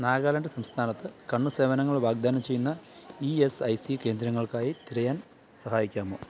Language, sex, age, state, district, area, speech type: Malayalam, male, 30-45, Kerala, Thiruvananthapuram, rural, read